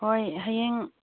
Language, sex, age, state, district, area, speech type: Manipuri, female, 45-60, Manipur, Chandel, rural, conversation